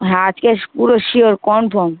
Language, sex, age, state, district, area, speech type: Bengali, male, 18-30, West Bengal, Dakshin Dinajpur, urban, conversation